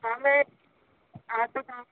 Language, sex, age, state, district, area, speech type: Urdu, female, 18-30, Uttar Pradesh, Ghaziabad, rural, conversation